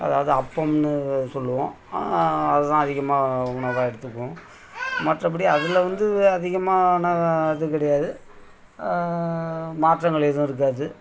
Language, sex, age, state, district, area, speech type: Tamil, male, 60+, Tamil Nadu, Thanjavur, rural, spontaneous